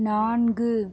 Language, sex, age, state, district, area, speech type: Tamil, female, 18-30, Tamil Nadu, Pudukkottai, rural, read